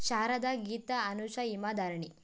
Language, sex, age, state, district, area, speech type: Kannada, female, 18-30, Karnataka, Chikkaballapur, rural, spontaneous